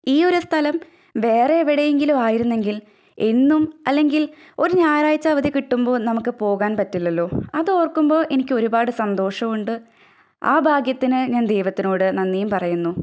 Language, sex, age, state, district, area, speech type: Malayalam, female, 18-30, Kerala, Thrissur, rural, spontaneous